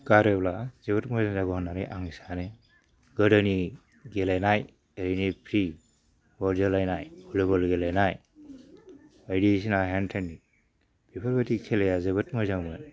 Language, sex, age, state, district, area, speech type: Bodo, male, 60+, Assam, Chirang, rural, spontaneous